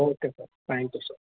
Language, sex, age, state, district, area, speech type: Kannada, male, 18-30, Karnataka, Gulbarga, urban, conversation